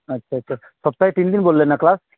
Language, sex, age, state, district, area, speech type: Bengali, male, 18-30, West Bengal, Uttar Dinajpur, rural, conversation